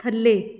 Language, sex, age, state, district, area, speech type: Punjabi, female, 30-45, Punjab, Patiala, urban, read